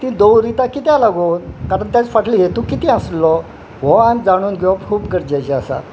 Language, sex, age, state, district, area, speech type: Goan Konkani, male, 60+, Goa, Quepem, rural, spontaneous